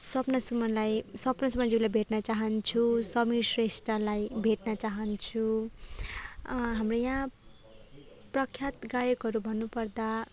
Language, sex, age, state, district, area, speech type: Nepali, female, 18-30, West Bengal, Darjeeling, rural, spontaneous